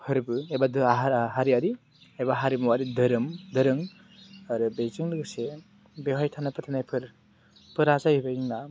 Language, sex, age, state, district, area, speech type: Bodo, male, 18-30, Assam, Baksa, rural, spontaneous